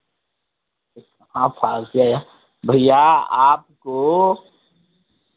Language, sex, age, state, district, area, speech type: Hindi, male, 60+, Uttar Pradesh, Sitapur, rural, conversation